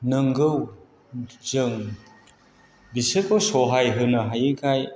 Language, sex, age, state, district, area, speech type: Bodo, male, 60+, Assam, Chirang, rural, spontaneous